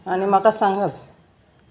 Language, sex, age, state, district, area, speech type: Goan Konkani, female, 45-60, Goa, Salcete, rural, spontaneous